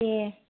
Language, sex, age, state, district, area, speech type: Bodo, female, 30-45, Assam, Kokrajhar, rural, conversation